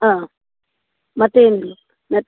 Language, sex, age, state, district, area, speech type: Kannada, female, 30-45, Karnataka, Dakshina Kannada, rural, conversation